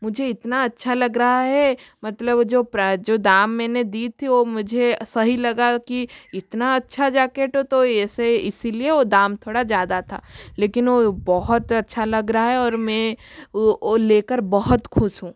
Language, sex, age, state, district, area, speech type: Hindi, female, 45-60, Rajasthan, Jodhpur, rural, spontaneous